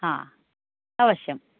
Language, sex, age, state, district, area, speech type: Sanskrit, female, 45-60, Karnataka, Uttara Kannada, urban, conversation